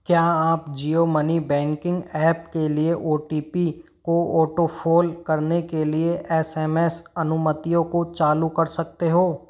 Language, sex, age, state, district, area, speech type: Hindi, male, 45-60, Rajasthan, Karauli, rural, read